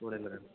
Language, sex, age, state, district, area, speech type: Tamil, male, 45-60, Tamil Nadu, Tenkasi, urban, conversation